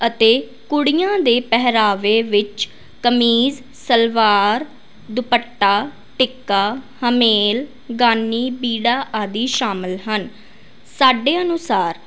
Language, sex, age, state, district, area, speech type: Punjabi, female, 18-30, Punjab, Fazilka, rural, spontaneous